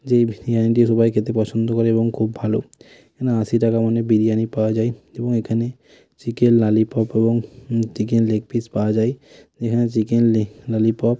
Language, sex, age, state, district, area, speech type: Bengali, male, 30-45, West Bengal, Hooghly, urban, spontaneous